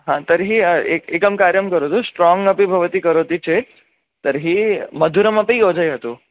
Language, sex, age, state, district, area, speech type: Sanskrit, male, 18-30, Maharashtra, Mumbai City, urban, conversation